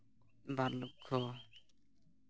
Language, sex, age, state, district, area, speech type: Santali, male, 30-45, West Bengal, Purulia, rural, spontaneous